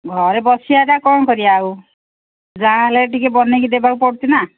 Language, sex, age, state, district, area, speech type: Odia, female, 60+, Odisha, Gajapati, rural, conversation